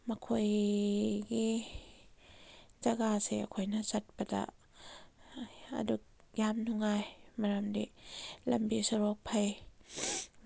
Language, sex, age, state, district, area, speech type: Manipuri, female, 30-45, Manipur, Kakching, rural, spontaneous